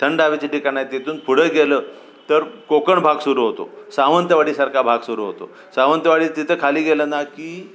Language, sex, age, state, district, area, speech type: Marathi, male, 60+, Maharashtra, Sangli, rural, spontaneous